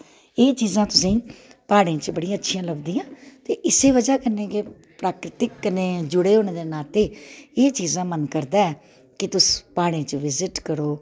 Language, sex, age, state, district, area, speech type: Dogri, female, 45-60, Jammu and Kashmir, Udhampur, urban, spontaneous